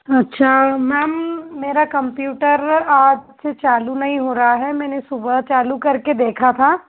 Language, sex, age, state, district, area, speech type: Hindi, female, 30-45, Madhya Pradesh, Betul, urban, conversation